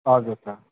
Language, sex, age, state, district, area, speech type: Nepali, male, 18-30, West Bengal, Darjeeling, rural, conversation